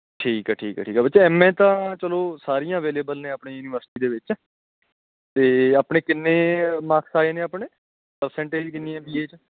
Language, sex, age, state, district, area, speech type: Punjabi, male, 30-45, Punjab, Patiala, rural, conversation